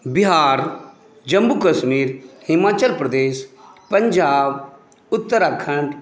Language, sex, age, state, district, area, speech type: Maithili, male, 45-60, Bihar, Saharsa, urban, spontaneous